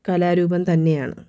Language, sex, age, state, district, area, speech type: Malayalam, female, 30-45, Kerala, Thiruvananthapuram, rural, spontaneous